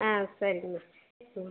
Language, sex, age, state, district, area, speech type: Tamil, female, 45-60, Tamil Nadu, Kallakurichi, rural, conversation